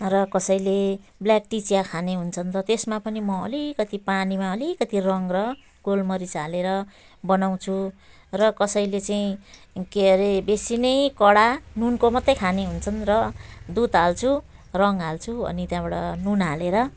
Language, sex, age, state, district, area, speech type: Nepali, female, 45-60, West Bengal, Jalpaiguri, rural, spontaneous